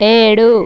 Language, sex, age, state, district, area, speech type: Telugu, female, 30-45, Andhra Pradesh, Visakhapatnam, urban, read